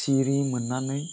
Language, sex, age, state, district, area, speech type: Bodo, male, 18-30, Assam, Chirang, urban, spontaneous